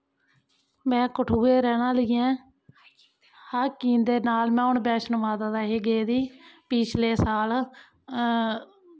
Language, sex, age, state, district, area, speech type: Dogri, female, 30-45, Jammu and Kashmir, Kathua, rural, spontaneous